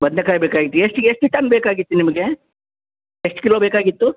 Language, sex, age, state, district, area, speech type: Kannada, male, 60+, Karnataka, Bellary, rural, conversation